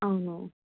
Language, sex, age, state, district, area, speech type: Telugu, female, 18-30, Telangana, Medchal, urban, conversation